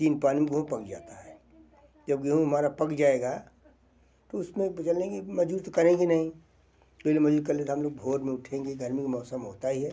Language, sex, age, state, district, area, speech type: Hindi, male, 60+, Uttar Pradesh, Bhadohi, rural, spontaneous